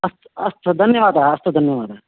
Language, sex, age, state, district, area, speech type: Sanskrit, male, 45-60, Karnataka, Uttara Kannada, rural, conversation